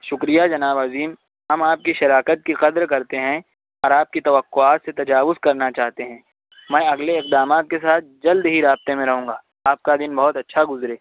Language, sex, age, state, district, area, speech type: Urdu, male, 45-60, Maharashtra, Nashik, urban, conversation